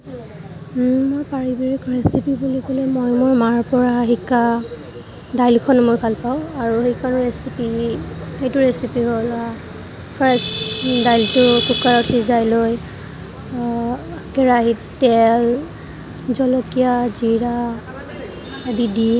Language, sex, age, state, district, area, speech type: Assamese, female, 18-30, Assam, Kamrup Metropolitan, urban, spontaneous